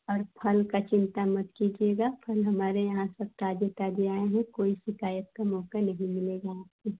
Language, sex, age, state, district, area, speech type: Hindi, female, 18-30, Uttar Pradesh, Chandauli, urban, conversation